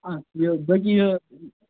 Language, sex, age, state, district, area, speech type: Kashmiri, male, 18-30, Jammu and Kashmir, Kupwara, rural, conversation